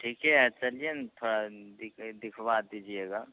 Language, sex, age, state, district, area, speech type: Hindi, male, 30-45, Bihar, Begusarai, rural, conversation